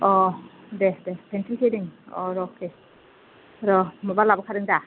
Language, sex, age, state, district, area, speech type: Bodo, female, 45-60, Assam, Kokrajhar, rural, conversation